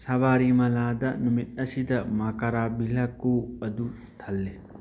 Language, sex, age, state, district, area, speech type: Manipuri, male, 30-45, Manipur, Thoubal, rural, read